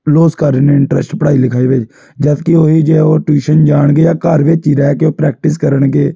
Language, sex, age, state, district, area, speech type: Punjabi, male, 18-30, Punjab, Amritsar, urban, spontaneous